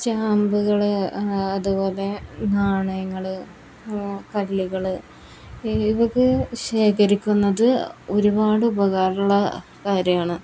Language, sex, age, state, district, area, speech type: Malayalam, female, 18-30, Kerala, Palakkad, rural, spontaneous